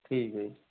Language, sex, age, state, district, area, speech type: Dogri, male, 18-30, Jammu and Kashmir, Samba, urban, conversation